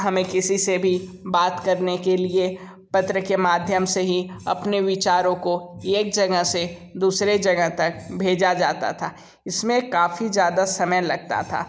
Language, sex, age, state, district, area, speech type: Hindi, male, 18-30, Uttar Pradesh, Sonbhadra, rural, spontaneous